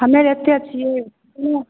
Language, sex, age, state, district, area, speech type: Maithili, female, 18-30, Bihar, Begusarai, rural, conversation